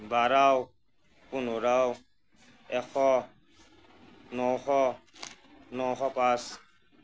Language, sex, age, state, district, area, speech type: Assamese, male, 30-45, Assam, Nagaon, rural, spontaneous